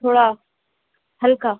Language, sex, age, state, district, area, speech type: Urdu, female, 18-30, Uttar Pradesh, Rampur, urban, conversation